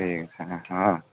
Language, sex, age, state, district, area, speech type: Bengali, male, 45-60, West Bengal, Alipurduar, rural, conversation